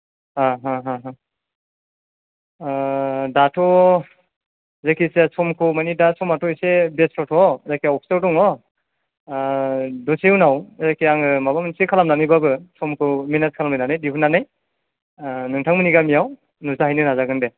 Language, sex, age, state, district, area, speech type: Bodo, male, 18-30, Assam, Chirang, rural, conversation